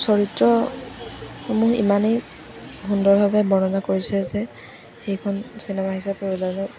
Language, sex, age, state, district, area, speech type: Assamese, female, 18-30, Assam, Jorhat, rural, spontaneous